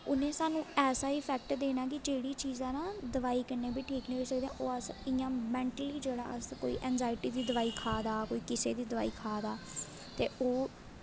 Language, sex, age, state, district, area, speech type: Dogri, female, 18-30, Jammu and Kashmir, Jammu, rural, spontaneous